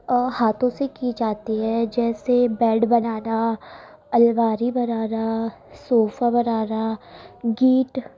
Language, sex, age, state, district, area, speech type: Urdu, female, 18-30, Uttar Pradesh, Gautam Buddha Nagar, urban, spontaneous